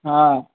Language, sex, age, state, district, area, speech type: Sindhi, male, 18-30, Maharashtra, Mumbai Suburban, urban, conversation